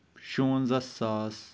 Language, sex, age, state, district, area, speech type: Kashmiri, male, 18-30, Jammu and Kashmir, Kupwara, rural, spontaneous